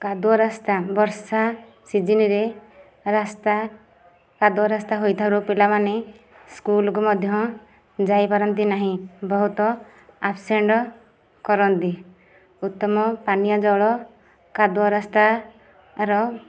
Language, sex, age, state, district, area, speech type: Odia, female, 30-45, Odisha, Nayagarh, rural, spontaneous